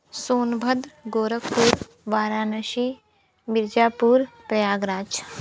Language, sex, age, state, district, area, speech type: Hindi, female, 18-30, Uttar Pradesh, Sonbhadra, rural, spontaneous